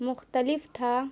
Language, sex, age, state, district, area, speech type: Urdu, female, 18-30, Bihar, Gaya, rural, spontaneous